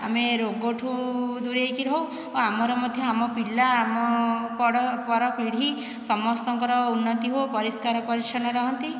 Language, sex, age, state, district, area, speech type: Odia, female, 60+, Odisha, Dhenkanal, rural, spontaneous